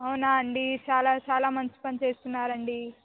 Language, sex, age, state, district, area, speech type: Telugu, female, 18-30, Telangana, Hyderabad, urban, conversation